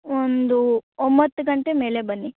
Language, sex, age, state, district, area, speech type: Kannada, female, 18-30, Karnataka, Chikkaballapur, rural, conversation